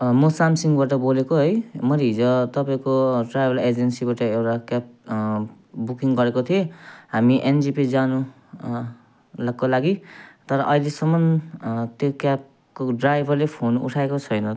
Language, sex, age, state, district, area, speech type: Nepali, male, 30-45, West Bengal, Jalpaiguri, rural, spontaneous